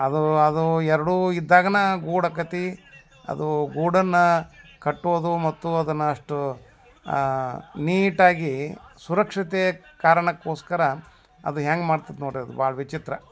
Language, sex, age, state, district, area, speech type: Kannada, male, 60+, Karnataka, Bagalkot, rural, spontaneous